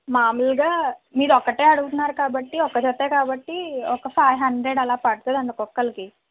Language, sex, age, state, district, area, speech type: Telugu, female, 45-60, Andhra Pradesh, East Godavari, rural, conversation